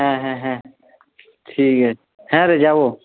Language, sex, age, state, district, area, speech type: Bengali, male, 30-45, West Bengal, Jhargram, rural, conversation